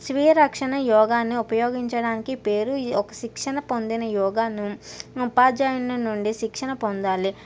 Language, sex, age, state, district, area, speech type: Telugu, female, 60+, Andhra Pradesh, N T Rama Rao, urban, spontaneous